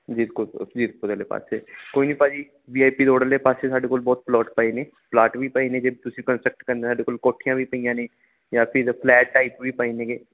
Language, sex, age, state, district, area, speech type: Punjabi, male, 30-45, Punjab, Mansa, urban, conversation